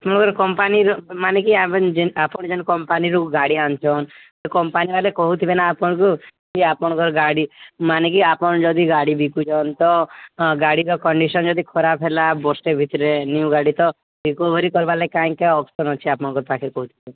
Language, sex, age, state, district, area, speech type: Odia, male, 18-30, Odisha, Subarnapur, urban, conversation